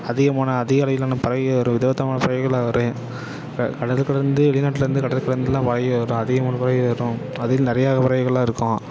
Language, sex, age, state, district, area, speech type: Tamil, male, 18-30, Tamil Nadu, Ariyalur, rural, spontaneous